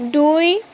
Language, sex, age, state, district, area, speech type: Assamese, female, 18-30, Assam, Lakhimpur, rural, read